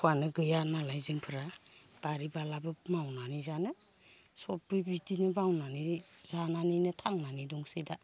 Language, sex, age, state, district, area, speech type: Bodo, female, 45-60, Assam, Baksa, rural, spontaneous